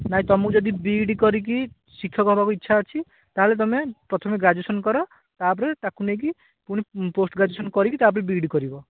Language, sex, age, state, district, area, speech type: Odia, male, 18-30, Odisha, Bhadrak, rural, conversation